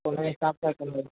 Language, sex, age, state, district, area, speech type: Sindhi, male, 18-30, Gujarat, Surat, urban, conversation